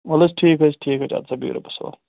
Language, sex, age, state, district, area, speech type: Kashmiri, male, 18-30, Jammu and Kashmir, Ganderbal, rural, conversation